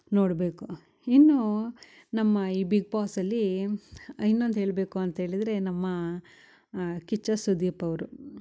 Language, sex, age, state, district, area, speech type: Kannada, female, 30-45, Karnataka, Mysore, rural, spontaneous